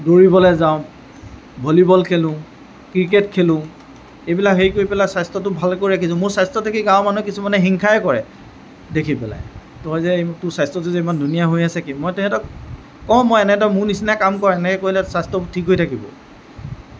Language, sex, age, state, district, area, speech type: Assamese, male, 45-60, Assam, Lakhimpur, rural, spontaneous